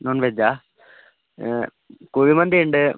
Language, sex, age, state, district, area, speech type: Malayalam, male, 30-45, Kerala, Wayanad, rural, conversation